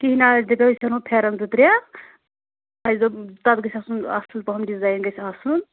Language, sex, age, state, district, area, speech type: Kashmiri, female, 30-45, Jammu and Kashmir, Anantnag, rural, conversation